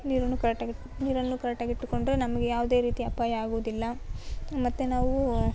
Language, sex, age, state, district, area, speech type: Kannada, female, 18-30, Karnataka, Koppal, urban, spontaneous